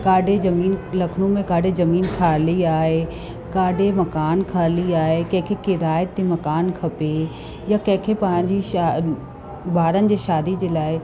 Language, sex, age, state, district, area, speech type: Sindhi, female, 45-60, Uttar Pradesh, Lucknow, urban, spontaneous